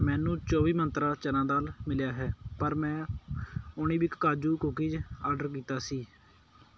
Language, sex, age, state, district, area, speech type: Punjabi, male, 18-30, Punjab, Patiala, urban, read